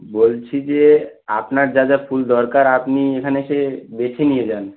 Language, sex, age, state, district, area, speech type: Bengali, male, 18-30, West Bengal, Howrah, urban, conversation